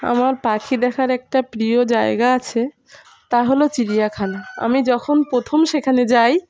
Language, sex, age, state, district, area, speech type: Bengali, female, 30-45, West Bengal, Dakshin Dinajpur, urban, spontaneous